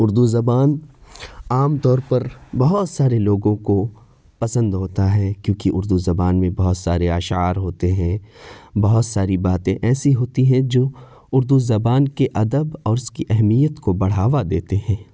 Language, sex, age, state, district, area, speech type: Urdu, male, 30-45, Uttar Pradesh, Lucknow, rural, spontaneous